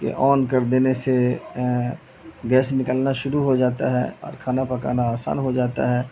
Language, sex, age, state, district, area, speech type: Urdu, male, 30-45, Bihar, Madhubani, urban, spontaneous